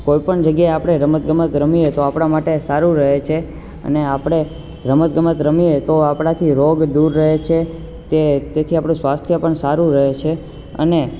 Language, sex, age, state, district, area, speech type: Gujarati, male, 18-30, Gujarat, Ahmedabad, urban, spontaneous